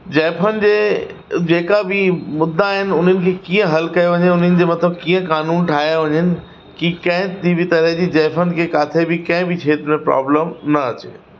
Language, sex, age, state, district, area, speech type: Sindhi, male, 45-60, Uttar Pradesh, Lucknow, urban, spontaneous